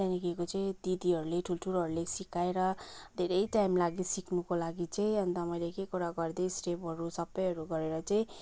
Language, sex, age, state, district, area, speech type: Nepali, female, 30-45, West Bengal, Kalimpong, rural, spontaneous